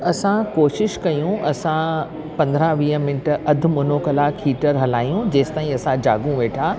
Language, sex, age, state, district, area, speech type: Sindhi, female, 60+, Delhi, South Delhi, urban, spontaneous